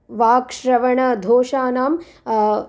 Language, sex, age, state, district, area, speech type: Sanskrit, female, 18-30, Andhra Pradesh, Guntur, urban, spontaneous